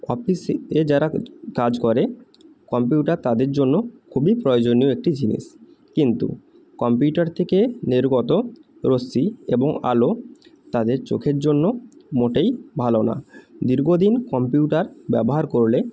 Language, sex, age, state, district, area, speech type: Bengali, male, 18-30, West Bengal, Purba Medinipur, rural, spontaneous